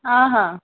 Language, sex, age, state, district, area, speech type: Sindhi, female, 18-30, Delhi, South Delhi, urban, conversation